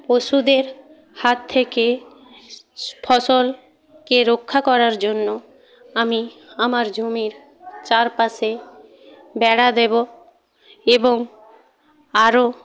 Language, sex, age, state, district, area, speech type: Bengali, female, 60+, West Bengal, Jhargram, rural, spontaneous